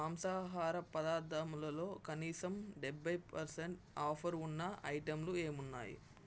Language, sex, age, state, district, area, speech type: Telugu, male, 18-30, Telangana, Mancherial, rural, read